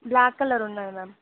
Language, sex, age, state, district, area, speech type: Telugu, female, 18-30, Telangana, Nizamabad, rural, conversation